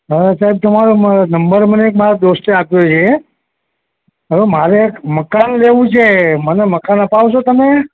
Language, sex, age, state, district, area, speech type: Gujarati, male, 45-60, Gujarat, Ahmedabad, urban, conversation